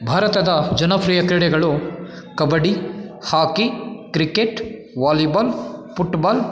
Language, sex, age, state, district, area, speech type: Kannada, male, 30-45, Karnataka, Kolar, rural, spontaneous